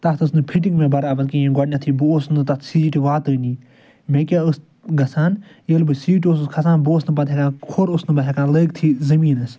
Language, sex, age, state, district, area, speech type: Kashmiri, male, 45-60, Jammu and Kashmir, Srinagar, rural, spontaneous